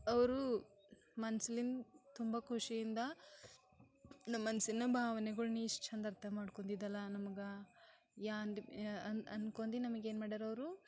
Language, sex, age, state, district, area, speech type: Kannada, female, 18-30, Karnataka, Bidar, rural, spontaneous